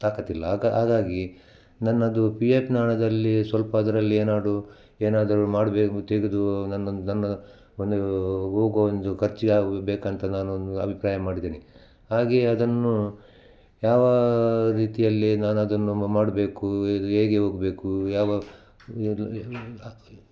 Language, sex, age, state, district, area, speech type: Kannada, male, 60+, Karnataka, Udupi, rural, spontaneous